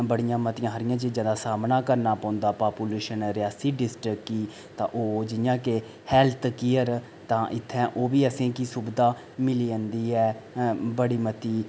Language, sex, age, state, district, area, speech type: Dogri, male, 30-45, Jammu and Kashmir, Reasi, rural, spontaneous